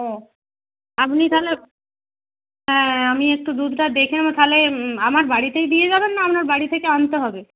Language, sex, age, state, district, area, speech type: Bengali, female, 30-45, West Bengal, North 24 Parganas, rural, conversation